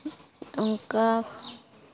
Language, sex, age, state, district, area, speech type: Santali, female, 18-30, West Bengal, Malda, rural, spontaneous